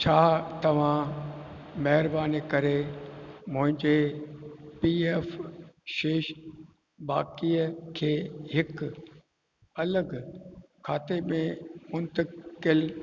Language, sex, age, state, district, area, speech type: Sindhi, male, 60+, Rajasthan, Ajmer, urban, read